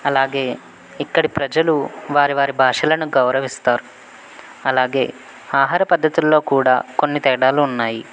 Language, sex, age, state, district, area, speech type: Telugu, male, 45-60, Andhra Pradesh, West Godavari, rural, spontaneous